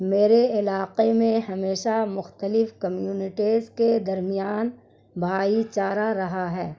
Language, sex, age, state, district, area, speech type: Urdu, female, 30-45, Bihar, Gaya, urban, spontaneous